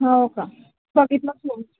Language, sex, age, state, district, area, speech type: Marathi, female, 30-45, Maharashtra, Yavatmal, rural, conversation